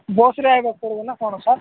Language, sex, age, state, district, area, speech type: Odia, male, 45-60, Odisha, Nabarangpur, rural, conversation